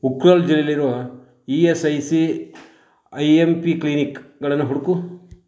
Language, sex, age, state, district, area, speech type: Kannada, male, 60+, Karnataka, Bangalore Rural, rural, read